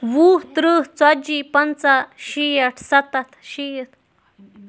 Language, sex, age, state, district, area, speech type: Kashmiri, female, 18-30, Jammu and Kashmir, Budgam, rural, spontaneous